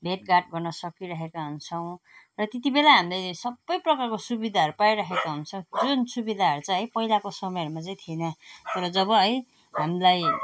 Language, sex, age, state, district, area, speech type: Nepali, female, 45-60, West Bengal, Jalpaiguri, rural, spontaneous